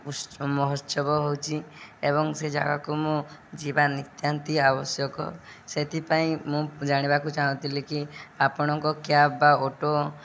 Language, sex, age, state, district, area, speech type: Odia, male, 18-30, Odisha, Subarnapur, urban, spontaneous